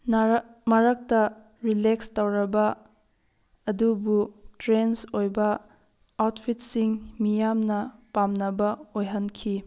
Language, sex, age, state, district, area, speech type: Manipuri, female, 30-45, Manipur, Tengnoupal, rural, spontaneous